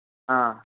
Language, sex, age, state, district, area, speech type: Malayalam, male, 18-30, Kerala, Wayanad, rural, conversation